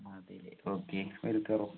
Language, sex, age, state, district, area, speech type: Malayalam, male, 18-30, Kerala, Palakkad, rural, conversation